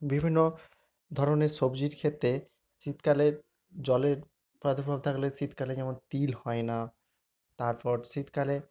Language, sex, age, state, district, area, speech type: Bengali, male, 45-60, West Bengal, Nadia, rural, spontaneous